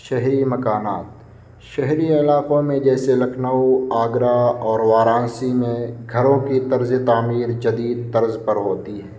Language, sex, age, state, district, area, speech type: Urdu, male, 18-30, Uttar Pradesh, Muzaffarnagar, urban, spontaneous